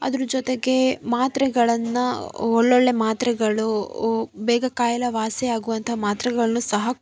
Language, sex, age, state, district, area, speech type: Kannada, female, 18-30, Karnataka, Davanagere, rural, spontaneous